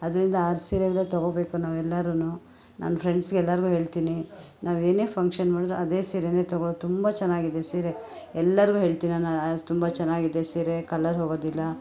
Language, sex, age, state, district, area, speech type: Kannada, female, 45-60, Karnataka, Bangalore Urban, urban, spontaneous